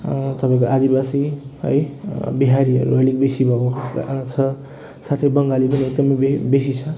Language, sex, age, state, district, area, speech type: Nepali, male, 30-45, West Bengal, Jalpaiguri, rural, spontaneous